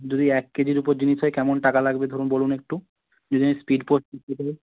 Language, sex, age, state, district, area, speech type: Bengali, male, 18-30, West Bengal, Hooghly, urban, conversation